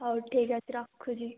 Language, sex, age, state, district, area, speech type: Odia, female, 18-30, Odisha, Nayagarh, rural, conversation